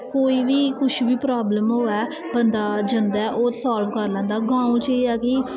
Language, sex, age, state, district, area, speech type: Dogri, female, 18-30, Jammu and Kashmir, Kathua, rural, spontaneous